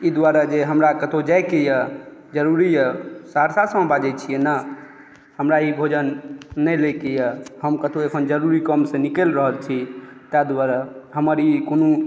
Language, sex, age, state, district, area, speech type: Maithili, male, 45-60, Bihar, Saharsa, urban, spontaneous